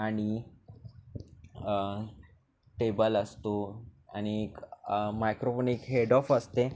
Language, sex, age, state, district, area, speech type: Marathi, male, 18-30, Maharashtra, Nagpur, urban, spontaneous